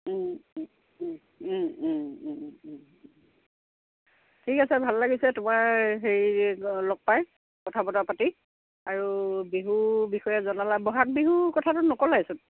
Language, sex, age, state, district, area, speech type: Assamese, female, 60+, Assam, Charaideo, rural, conversation